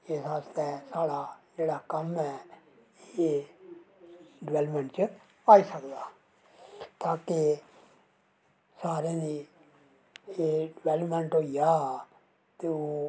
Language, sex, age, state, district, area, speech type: Dogri, male, 60+, Jammu and Kashmir, Reasi, rural, spontaneous